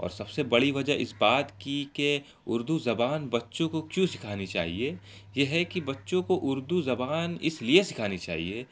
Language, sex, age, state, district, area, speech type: Urdu, male, 18-30, Bihar, Araria, rural, spontaneous